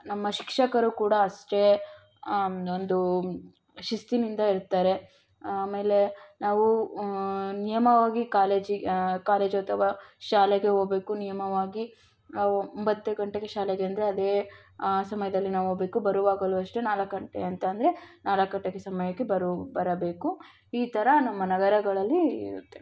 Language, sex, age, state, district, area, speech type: Kannada, female, 18-30, Karnataka, Tumkur, rural, spontaneous